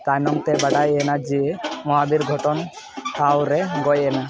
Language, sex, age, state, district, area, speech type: Santali, male, 18-30, West Bengal, Dakshin Dinajpur, rural, read